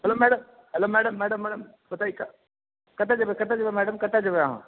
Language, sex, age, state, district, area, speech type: Maithili, male, 30-45, Bihar, Supaul, urban, conversation